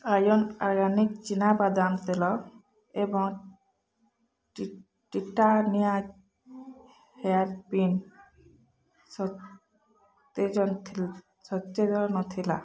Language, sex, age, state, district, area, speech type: Odia, female, 45-60, Odisha, Bargarh, urban, read